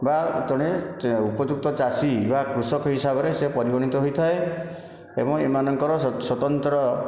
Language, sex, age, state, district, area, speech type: Odia, male, 60+, Odisha, Khordha, rural, spontaneous